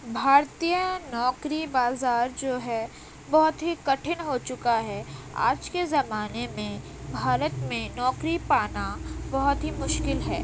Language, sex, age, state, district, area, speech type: Urdu, female, 18-30, Uttar Pradesh, Gautam Buddha Nagar, urban, spontaneous